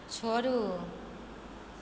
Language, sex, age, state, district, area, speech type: Maithili, female, 45-60, Bihar, Supaul, urban, read